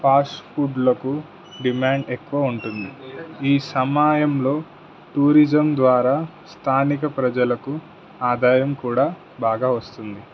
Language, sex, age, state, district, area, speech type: Telugu, male, 18-30, Telangana, Suryapet, urban, spontaneous